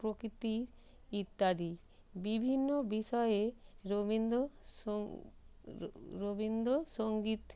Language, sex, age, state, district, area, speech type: Bengali, female, 45-60, West Bengal, North 24 Parganas, urban, spontaneous